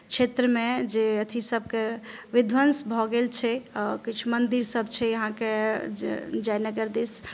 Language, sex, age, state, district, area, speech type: Maithili, female, 30-45, Bihar, Madhubani, rural, spontaneous